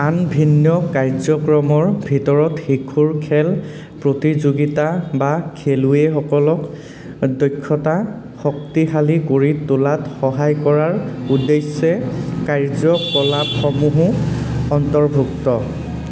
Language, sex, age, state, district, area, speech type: Assamese, male, 18-30, Assam, Dhemaji, urban, read